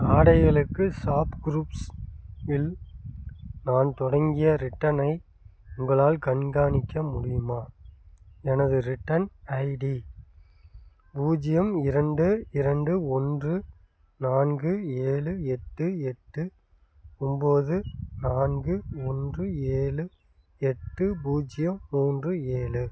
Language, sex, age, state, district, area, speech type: Tamil, male, 45-60, Tamil Nadu, Madurai, urban, read